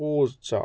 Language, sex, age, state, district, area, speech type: Malayalam, male, 18-30, Kerala, Kozhikode, urban, read